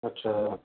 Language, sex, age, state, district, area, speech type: Nepali, male, 30-45, West Bengal, Darjeeling, rural, conversation